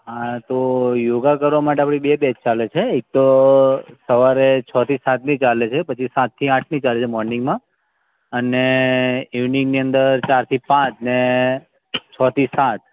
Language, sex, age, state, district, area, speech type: Gujarati, male, 30-45, Gujarat, Narmada, urban, conversation